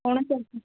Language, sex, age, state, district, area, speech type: Odia, female, 30-45, Odisha, Sambalpur, rural, conversation